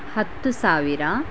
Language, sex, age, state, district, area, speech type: Kannada, female, 30-45, Karnataka, Chitradurga, rural, spontaneous